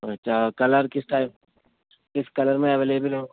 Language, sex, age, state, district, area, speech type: Urdu, male, 18-30, Uttar Pradesh, Rampur, urban, conversation